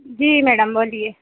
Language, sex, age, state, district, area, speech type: Hindi, female, 18-30, Madhya Pradesh, Harda, urban, conversation